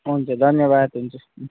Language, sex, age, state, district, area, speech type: Nepali, male, 18-30, West Bengal, Darjeeling, rural, conversation